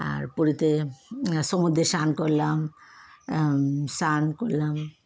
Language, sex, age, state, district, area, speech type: Bengali, female, 30-45, West Bengal, Howrah, urban, spontaneous